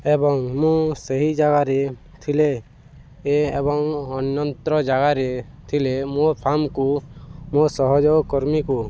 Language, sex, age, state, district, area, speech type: Odia, male, 18-30, Odisha, Balangir, urban, spontaneous